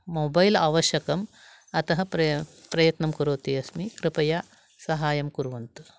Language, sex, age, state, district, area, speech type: Sanskrit, female, 60+, Karnataka, Uttara Kannada, urban, spontaneous